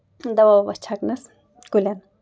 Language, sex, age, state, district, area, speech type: Kashmiri, female, 18-30, Jammu and Kashmir, Ganderbal, rural, spontaneous